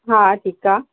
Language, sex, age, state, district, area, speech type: Sindhi, female, 45-60, Maharashtra, Thane, urban, conversation